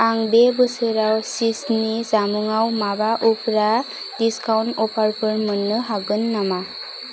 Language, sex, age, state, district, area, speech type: Bodo, female, 18-30, Assam, Kokrajhar, rural, read